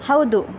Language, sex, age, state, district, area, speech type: Kannada, female, 18-30, Karnataka, Udupi, rural, read